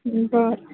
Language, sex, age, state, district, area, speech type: Marathi, female, 30-45, Maharashtra, Yavatmal, rural, conversation